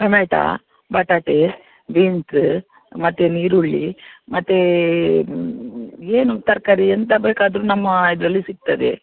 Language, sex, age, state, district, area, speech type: Kannada, female, 60+, Karnataka, Udupi, rural, conversation